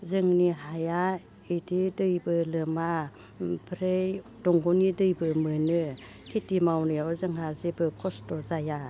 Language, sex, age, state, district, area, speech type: Bodo, female, 60+, Assam, Baksa, urban, spontaneous